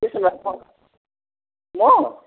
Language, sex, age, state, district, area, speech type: Nepali, female, 60+, West Bengal, Jalpaiguri, rural, conversation